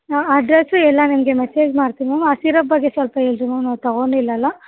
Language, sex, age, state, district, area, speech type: Kannada, female, 18-30, Karnataka, Bellary, urban, conversation